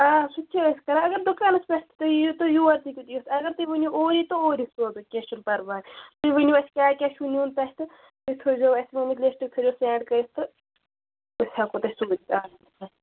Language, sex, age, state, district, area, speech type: Kashmiri, female, 18-30, Jammu and Kashmir, Bandipora, rural, conversation